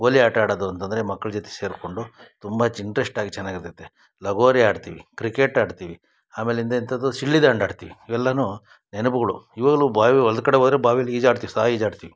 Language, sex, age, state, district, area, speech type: Kannada, male, 60+, Karnataka, Chikkaballapur, rural, spontaneous